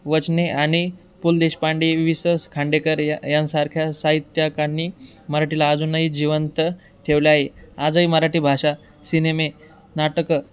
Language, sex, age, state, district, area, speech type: Marathi, male, 18-30, Maharashtra, Jalna, urban, spontaneous